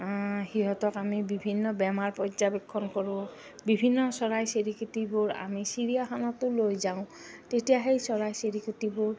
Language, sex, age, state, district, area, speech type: Assamese, female, 30-45, Assam, Goalpara, urban, spontaneous